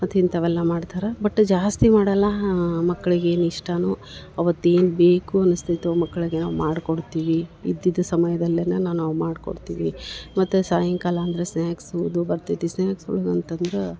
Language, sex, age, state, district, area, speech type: Kannada, female, 60+, Karnataka, Dharwad, rural, spontaneous